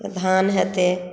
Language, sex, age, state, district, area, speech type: Maithili, female, 60+, Bihar, Madhubani, rural, spontaneous